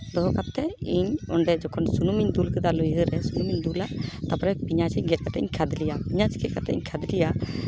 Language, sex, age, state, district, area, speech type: Santali, female, 30-45, West Bengal, Malda, rural, spontaneous